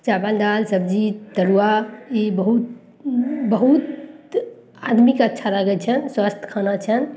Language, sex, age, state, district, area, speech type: Maithili, female, 30-45, Bihar, Samastipur, urban, spontaneous